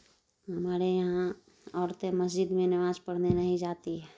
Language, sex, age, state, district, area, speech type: Urdu, female, 30-45, Bihar, Darbhanga, rural, spontaneous